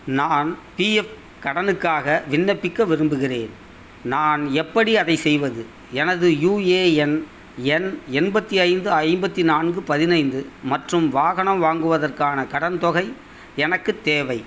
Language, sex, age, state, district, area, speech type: Tamil, male, 60+, Tamil Nadu, Thanjavur, rural, read